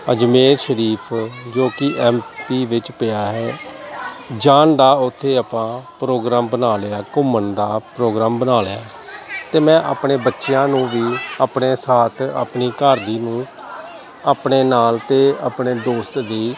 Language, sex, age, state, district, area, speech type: Punjabi, male, 30-45, Punjab, Gurdaspur, rural, spontaneous